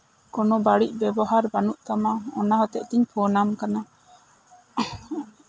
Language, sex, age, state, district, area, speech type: Santali, female, 30-45, West Bengal, Bankura, rural, spontaneous